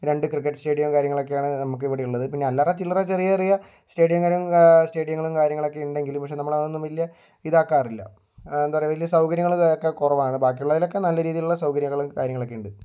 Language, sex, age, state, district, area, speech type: Malayalam, male, 18-30, Kerala, Kozhikode, urban, spontaneous